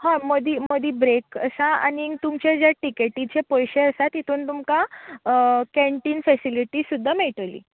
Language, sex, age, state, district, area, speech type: Goan Konkani, female, 18-30, Goa, Tiswadi, rural, conversation